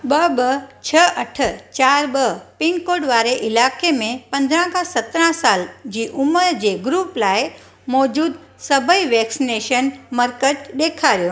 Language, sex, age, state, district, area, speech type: Sindhi, female, 45-60, Gujarat, Surat, urban, read